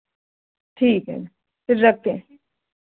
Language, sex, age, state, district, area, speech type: Hindi, female, 45-60, Uttar Pradesh, Ayodhya, rural, conversation